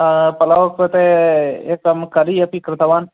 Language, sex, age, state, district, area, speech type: Sanskrit, male, 45-60, Karnataka, Bangalore Urban, urban, conversation